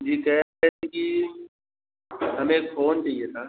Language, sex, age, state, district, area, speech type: Hindi, male, 18-30, Uttar Pradesh, Bhadohi, rural, conversation